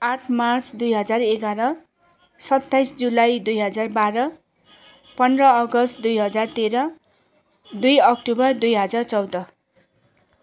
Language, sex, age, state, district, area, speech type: Nepali, female, 45-60, West Bengal, Darjeeling, rural, spontaneous